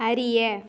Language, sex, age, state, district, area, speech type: Tamil, female, 18-30, Tamil Nadu, Mayiladuthurai, rural, read